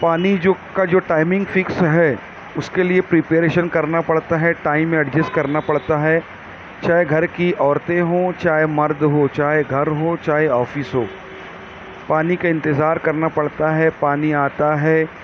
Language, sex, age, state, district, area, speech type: Urdu, male, 30-45, Maharashtra, Nashik, urban, spontaneous